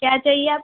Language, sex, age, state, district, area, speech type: Urdu, female, 30-45, Uttar Pradesh, Lucknow, urban, conversation